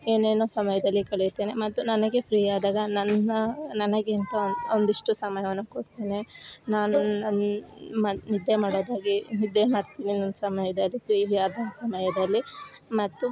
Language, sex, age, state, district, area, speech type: Kannada, female, 18-30, Karnataka, Chikkamagaluru, rural, spontaneous